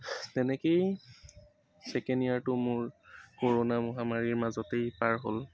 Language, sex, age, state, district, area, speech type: Assamese, male, 18-30, Assam, Tinsukia, rural, spontaneous